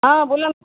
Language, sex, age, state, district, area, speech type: Marathi, female, 18-30, Maharashtra, Washim, rural, conversation